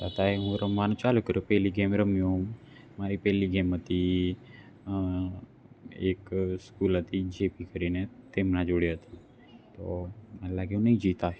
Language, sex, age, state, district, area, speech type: Gujarati, male, 18-30, Gujarat, Narmada, rural, spontaneous